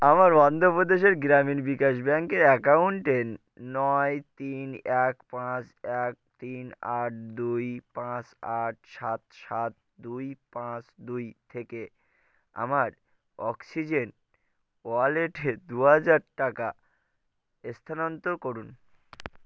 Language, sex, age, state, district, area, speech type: Bengali, male, 18-30, West Bengal, Birbhum, urban, read